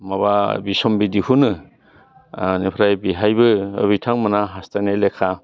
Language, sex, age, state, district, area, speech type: Bodo, male, 60+, Assam, Udalguri, urban, spontaneous